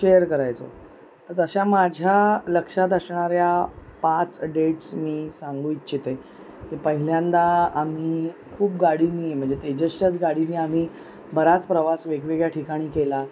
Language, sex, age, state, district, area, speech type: Marathi, female, 30-45, Maharashtra, Mumbai Suburban, urban, spontaneous